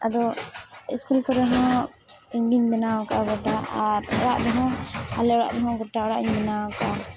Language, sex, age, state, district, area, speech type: Santali, female, 18-30, Jharkhand, Seraikela Kharsawan, rural, spontaneous